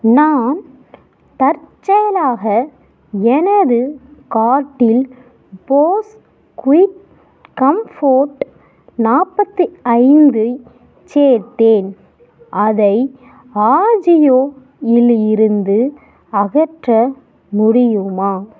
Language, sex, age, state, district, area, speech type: Tamil, female, 18-30, Tamil Nadu, Ariyalur, rural, read